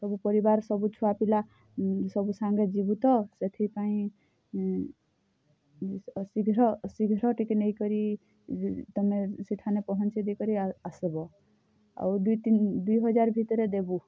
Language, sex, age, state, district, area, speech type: Odia, female, 30-45, Odisha, Kalahandi, rural, spontaneous